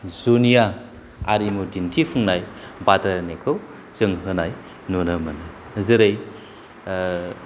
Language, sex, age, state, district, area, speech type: Bodo, male, 30-45, Assam, Kokrajhar, rural, spontaneous